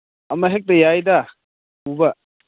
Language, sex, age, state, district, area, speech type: Manipuri, male, 45-60, Manipur, Chandel, rural, conversation